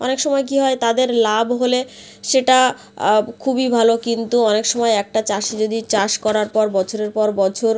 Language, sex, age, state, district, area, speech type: Bengali, female, 30-45, West Bengal, South 24 Parganas, rural, spontaneous